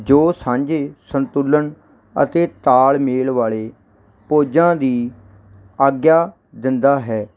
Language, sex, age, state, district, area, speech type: Punjabi, male, 30-45, Punjab, Barnala, urban, spontaneous